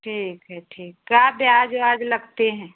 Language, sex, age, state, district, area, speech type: Hindi, female, 45-60, Uttar Pradesh, Prayagraj, rural, conversation